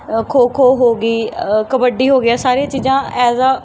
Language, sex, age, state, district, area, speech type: Punjabi, female, 18-30, Punjab, Mohali, rural, spontaneous